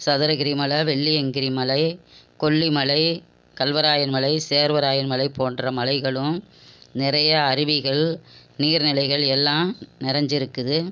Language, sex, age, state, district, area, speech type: Tamil, female, 60+, Tamil Nadu, Cuddalore, urban, spontaneous